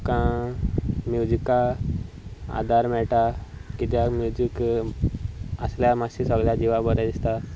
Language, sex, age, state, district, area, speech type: Goan Konkani, male, 18-30, Goa, Sanguem, rural, spontaneous